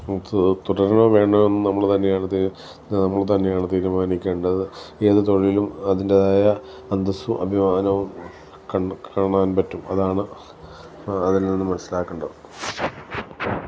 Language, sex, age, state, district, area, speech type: Malayalam, male, 45-60, Kerala, Alappuzha, rural, spontaneous